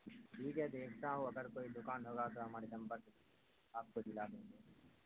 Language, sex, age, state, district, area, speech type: Urdu, male, 18-30, Bihar, Saharsa, urban, conversation